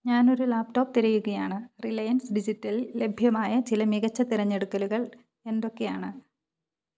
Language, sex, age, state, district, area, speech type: Malayalam, female, 30-45, Kerala, Idukki, rural, read